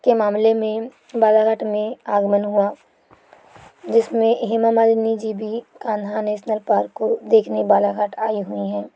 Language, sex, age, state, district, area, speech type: Hindi, other, 18-30, Madhya Pradesh, Balaghat, rural, spontaneous